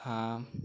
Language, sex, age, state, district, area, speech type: Hindi, male, 18-30, Uttar Pradesh, Chandauli, rural, read